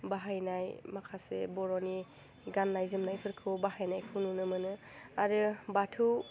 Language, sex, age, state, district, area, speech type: Bodo, female, 18-30, Assam, Udalguri, rural, spontaneous